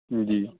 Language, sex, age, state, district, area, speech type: Urdu, male, 18-30, Uttar Pradesh, Muzaffarnagar, urban, conversation